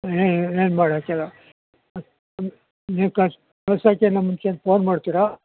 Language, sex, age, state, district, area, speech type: Kannada, male, 60+, Karnataka, Mandya, rural, conversation